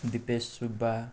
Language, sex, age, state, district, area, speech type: Nepali, male, 18-30, West Bengal, Darjeeling, rural, spontaneous